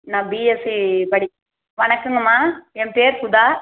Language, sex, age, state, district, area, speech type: Tamil, female, 60+, Tamil Nadu, Krishnagiri, rural, conversation